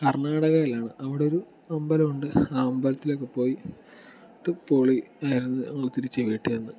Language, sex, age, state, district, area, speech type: Malayalam, male, 18-30, Kerala, Kottayam, rural, spontaneous